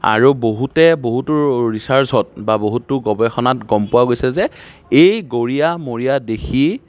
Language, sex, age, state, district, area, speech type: Assamese, male, 45-60, Assam, Darrang, urban, spontaneous